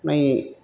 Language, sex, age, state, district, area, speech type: Bodo, female, 60+, Assam, Chirang, rural, spontaneous